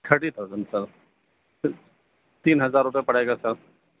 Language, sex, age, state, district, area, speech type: Urdu, male, 30-45, Uttar Pradesh, Gautam Buddha Nagar, rural, conversation